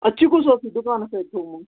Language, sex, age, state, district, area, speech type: Kashmiri, male, 18-30, Jammu and Kashmir, Baramulla, rural, conversation